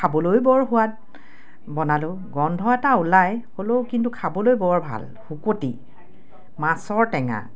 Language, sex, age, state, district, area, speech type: Assamese, female, 45-60, Assam, Dibrugarh, rural, spontaneous